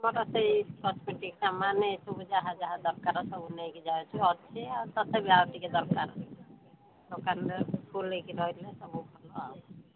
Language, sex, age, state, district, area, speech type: Odia, female, 45-60, Odisha, Sundergarh, rural, conversation